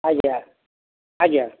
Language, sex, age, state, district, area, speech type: Odia, male, 30-45, Odisha, Boudh, rural, conversation